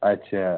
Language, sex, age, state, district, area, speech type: Bengali, male, 18-30, West Bengal, Uttar Dinajpur, urban, conversation